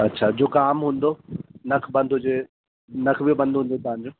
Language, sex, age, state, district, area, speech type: Sindhi, male, 30-45, Delhi, South Delhi, urban, conversation